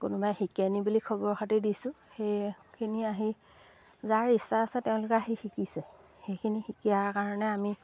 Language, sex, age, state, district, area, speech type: Assamese, female, 30-45, Assam, Lakhimpur, rural, spontaneous